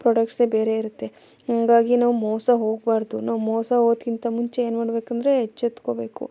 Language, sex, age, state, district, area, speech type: Kannada, female, 30-45, Karnataka, Mandya, rural, spontaneous